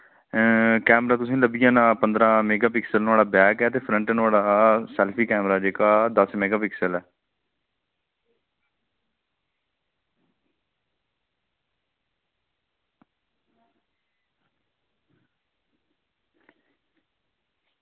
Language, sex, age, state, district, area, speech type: Dogri, male, 30-45, Jammu and Kashmir, Udhampur, rural, conversation